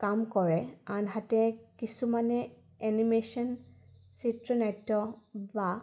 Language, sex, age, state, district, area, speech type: Assamese, female, 18-30, Assam, Udalguri, rural, spontaneous